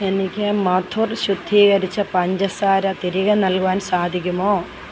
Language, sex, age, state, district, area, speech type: Malayalam, female, 60+, Kerala, Kollam, rural, read